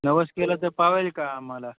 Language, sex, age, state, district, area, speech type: Marathi, male, 30-45, Maharashtra, Beed, urban, conversation